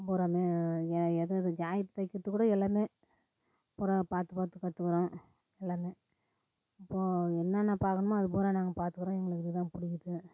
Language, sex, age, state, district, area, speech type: Tamil, female, 60+, Tamil Nadu, Tiruvannamalai, rural, spontaneous